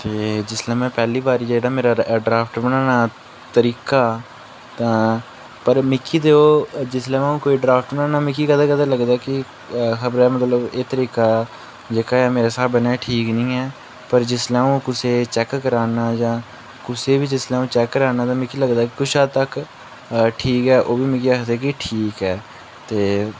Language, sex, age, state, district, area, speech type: Dogri, male, 18-30, Jammu and Kashmir, Udhampur, rural, spontaneous